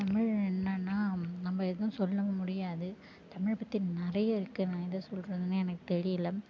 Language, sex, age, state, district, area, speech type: Tamil, female, 18-30, Tamil Nadu, Mayiladuthurai, urban, spontaneous